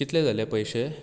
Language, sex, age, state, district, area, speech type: Goan Konkani, male, 18-30, Goa, Bardez, urban, spontaneous